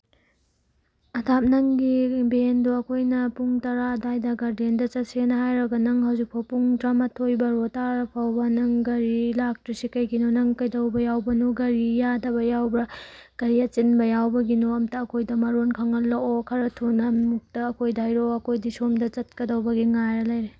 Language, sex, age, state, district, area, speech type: Manipuri, female, 30-45, Manipur, Tengnoupal, rural, spontaneous